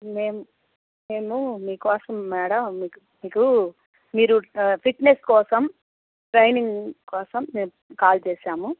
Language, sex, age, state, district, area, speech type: Telugu, female, 60+, Andhra Pradesh, Kadapa, rural, conversation